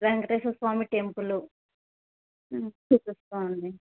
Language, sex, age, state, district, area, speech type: Telugu, female, 18-30, Andhra Pradesh, Vizianagaram, rural, conversation